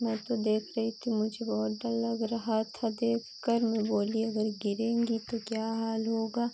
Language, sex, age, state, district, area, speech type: Hindi, female, 18-30, Uttar Pradesh, Pratapgarh, urban, spontaneous